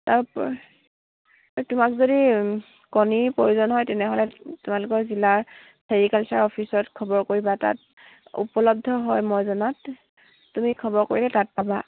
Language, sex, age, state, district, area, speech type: Assamese, female, 18-30, Assam, Dibrugarh, rural, conversation